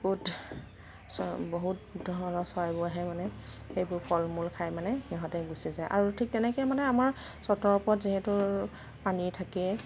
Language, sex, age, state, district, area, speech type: Assamese, female, 45-60, Assam, Nagaon, rural, spontaneous